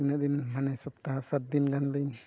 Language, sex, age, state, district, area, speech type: Santali, male, 45-60, Odisha, Mayurbhanj, rural, spontaneous